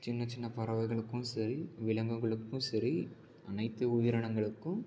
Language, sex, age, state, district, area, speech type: Tamil, male, 18-30, Tamil Nadu, Salem, urban, spontaneous